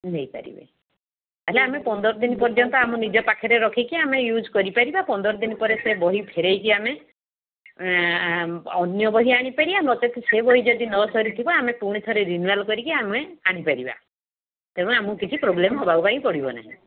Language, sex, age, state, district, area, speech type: Odia, female, 45-60, Odisha, Balasore, rural, conversation